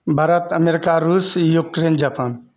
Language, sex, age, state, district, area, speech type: Maithili, male, 60+, Bihar, Purnia, rural, spontaneous